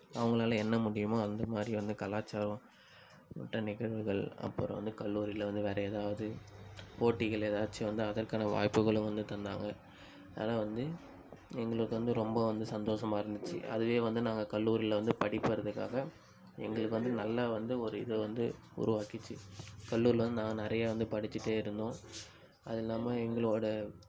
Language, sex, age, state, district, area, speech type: Tamil, male, 18-30, Tamil Nadu, Cuddalore, urban, spontaneous